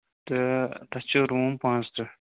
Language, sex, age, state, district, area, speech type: Kashmiri, male, 18-30, Jammu and Kashmir, Shopian, rural, conversation